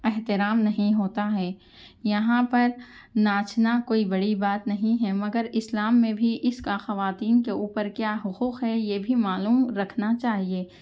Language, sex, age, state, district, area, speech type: Urdu, female, 30-45, Telangana, Hyderabad, urban, spontaneous